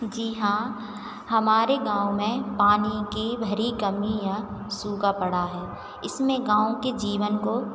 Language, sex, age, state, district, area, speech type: Hindi, female, 45-60, Madhya Pradesh, Hoshangabad, rural, spontaneous